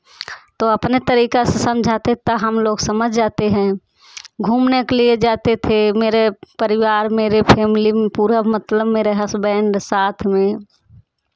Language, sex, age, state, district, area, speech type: Hindi, female, 30-45, Uttar Pradesh, Jaunpur, rural, spontaneous